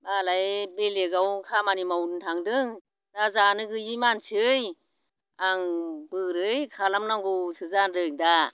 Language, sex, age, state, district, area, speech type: Bodo, female, 60+, Assam, Baksa, rural, spontaneous